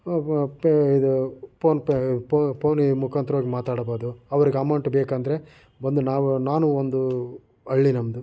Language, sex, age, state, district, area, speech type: Kannada, male, 45-60, Karnataka, Chitradurga, rural, spontaneous